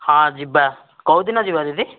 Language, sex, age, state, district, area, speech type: Odia, male, 60+, Odisha, Kandhamal, rural, conversation